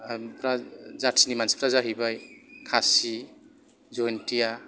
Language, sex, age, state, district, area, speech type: Bodo, male, 45-60, Assam, Kokrajhar, urban, spontaneous